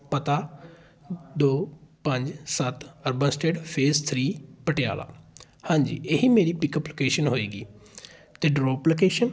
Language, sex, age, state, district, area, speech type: Punjabi, male, 18-30, Punjab, Patiala, rural, spontaneous